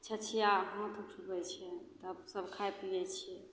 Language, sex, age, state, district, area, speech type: Maithili, female, 18-30, Bihar, Begusarai, rural, spontaneous